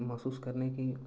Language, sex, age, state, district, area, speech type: Hindi, male, 18-30, Uttar Pradesh, Chandauli, urban, spontaneous